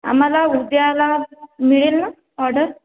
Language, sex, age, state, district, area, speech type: Marathi, female, 18-30, Maharashtra, Washim, rural, conversation